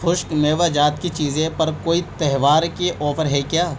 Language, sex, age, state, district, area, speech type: Urdu, male, 18-30, Delhi, East Delhi, rural, read